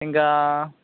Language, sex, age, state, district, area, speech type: Telugu, male, 18-30, Andhra Pradesh, Eluru, urban, conversation